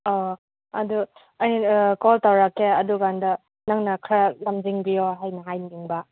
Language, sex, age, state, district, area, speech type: Manipuri, female, 30-45, Manipur, Chandel, rural, conversation